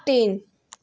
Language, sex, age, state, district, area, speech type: Marathi, female, 18-30, Maharashtra, Thane, urban, read